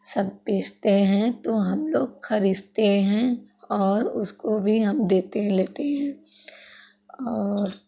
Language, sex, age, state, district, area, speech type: Hindi, female, 18-30, Uttar Pradesh, Chandauli, rural, spontaneous